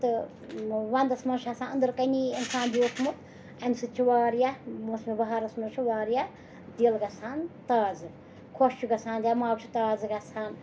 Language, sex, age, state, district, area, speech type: Kashmiri, female, 45-60, Jammu and Kashmir, Srinagar, urban, spontaneous